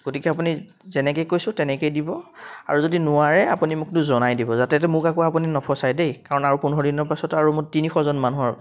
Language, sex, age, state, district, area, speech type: Assamese, male, 30-45, Assam, Jorhat, urban, spontaneous